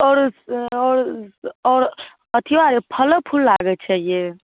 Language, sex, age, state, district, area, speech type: Maithili, male, 18-30, Bihar, Saharsa, rural, conversation